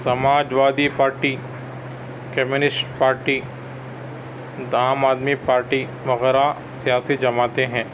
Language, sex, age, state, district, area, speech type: Urdu, male, 30-45, Telangana, Hyderabad, urban, spontaneous